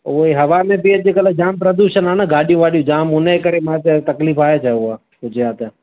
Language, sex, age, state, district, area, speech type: Sindhi, male, 45-60, Maharashtra, Mumbai City, urban, conversation